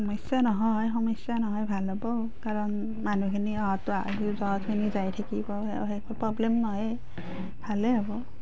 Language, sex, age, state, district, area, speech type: Assamese, female, 30-45, Assam, Nalbari, rural, spontaneous